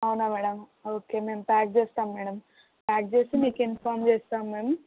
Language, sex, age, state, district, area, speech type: Telugu, female, 18-30, Telangana, Suryapet, urban, conversation